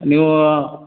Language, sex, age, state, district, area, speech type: Kannada, male, 60+, Karnataka, Koppal, rural, conversation